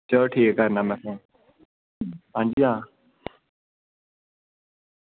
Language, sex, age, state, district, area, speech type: Dogri, male, 18-30, Jammu and Kashmir, Samba, rural, conversation